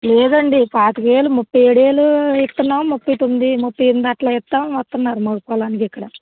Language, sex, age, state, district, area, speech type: Telugu, female, 30-45, Andhra Pradesh, Krishna, rural, conversation